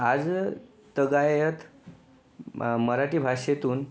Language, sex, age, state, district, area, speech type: Marathi, male, 18-30, Maharashtra, Yavatmal, urban, spontaneous